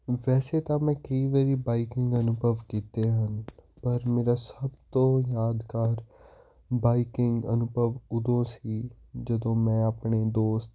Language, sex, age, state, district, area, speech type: Punjabi, male, 18-30, Punjab, Hoshiarpur, urban, spontaneous